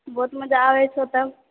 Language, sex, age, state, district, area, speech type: Maithili, female, 18-30, Bihar, Purnia, rural, conversation